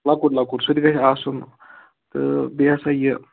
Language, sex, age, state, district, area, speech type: Kashmiri, male, 30-45, Jammu and Kashmir, Shopian, rural, conversation